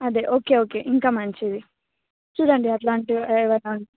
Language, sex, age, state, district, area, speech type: Telugu, female, 18-30, Telangana, Ranga Reddy, urban, conversation